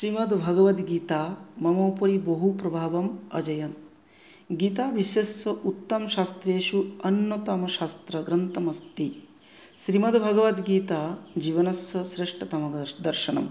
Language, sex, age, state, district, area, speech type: Sanskrit, male, 30-45, West Bengal, North 24 Parganas, rural, spontaneous